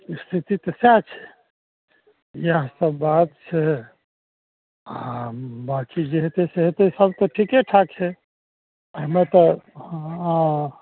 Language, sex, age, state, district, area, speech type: Maithili, male, 60+, Bihar, Saharsa, rural, conversation